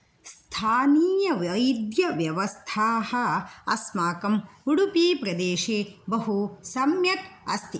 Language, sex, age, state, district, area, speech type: Sanskrit, female, 45-60, Kerala, Kasaragod, rural, spontaneous